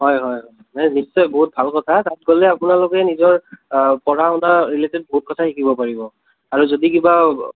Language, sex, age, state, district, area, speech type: Assamese, male, 30-45, Assam, Kamrup Metropolitan, urban, conversation